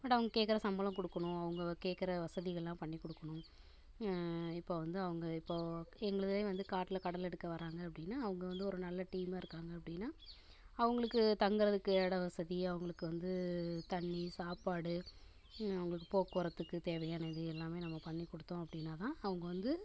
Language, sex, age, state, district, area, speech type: Tamil, female, 30-45, Tamil Nadu, Namakkal, rural, spontaneous